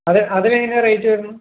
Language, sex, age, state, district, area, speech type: Malayalam, male, 30-45, Kerala, Palakkad, rural, conversation